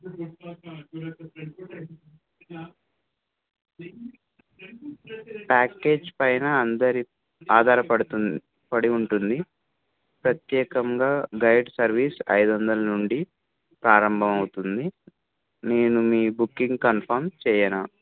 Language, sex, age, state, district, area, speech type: Telugu, male, 18-30, Telangana, Wanaparthy, urban, conversation